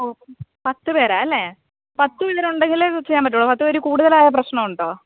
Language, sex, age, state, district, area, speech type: Malayalam, female, 18-30, Kerala, Alappuzha, rural, conversation